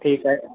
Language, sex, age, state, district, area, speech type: Marathi, male, 18-30, Maharashtra, Nanded, urban, conversation